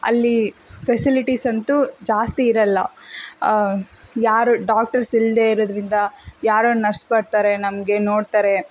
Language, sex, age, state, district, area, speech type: Kannada, female, 18-30, Karnataka, Davanagere, rural, spontaneous